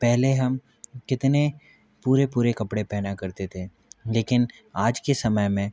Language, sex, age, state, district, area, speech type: Hindi, male, 18-30, Madhya Pradesh, Bhopal, urban, spontaneous